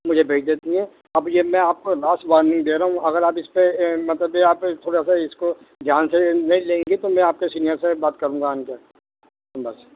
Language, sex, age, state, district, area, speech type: Urdu, male, 45-60, Delhi, Central Delhi, urban, conversation